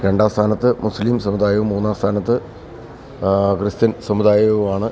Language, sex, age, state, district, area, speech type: Malayalam, male, 60+, Kerala, Idukki, rural, spontaneous